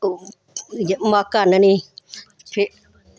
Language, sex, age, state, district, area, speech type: Dogri, female, 60+, Jammu and Kashmir, Samba, urban, spontaneous